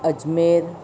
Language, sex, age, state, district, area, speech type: Sindhi, female, 45-60, Rajasthan, Ajmer, urban, spontaneous